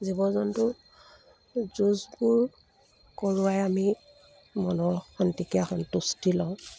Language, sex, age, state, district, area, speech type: Assamese, female, 45-60, Assam, Dibrugarh, rural, spontaneous